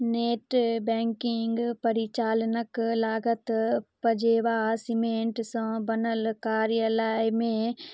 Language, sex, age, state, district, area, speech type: Maithili, female, 18-30, Bihar, Madhubani, rural, read